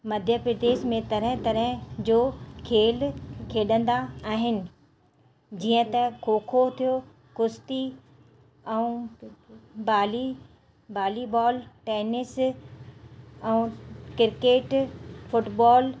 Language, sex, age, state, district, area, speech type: Sindhi, female, 30-45, Madhya Pradesh, Katni, urban, spontaneous